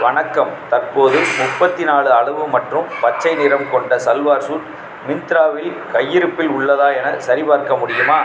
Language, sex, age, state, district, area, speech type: Tamil, male, 60+, Tamil Nadu, Madurai, rural, read